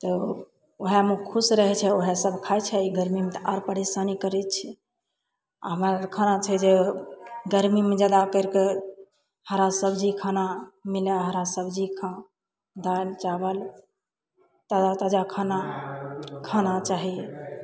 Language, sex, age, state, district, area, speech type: Maithili, female, 45-60, Bihar, Begusarai, rural, spontaneous